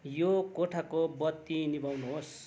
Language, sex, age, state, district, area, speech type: Nepali, male, 45-60, West Bengal, Darjeeling, rural, read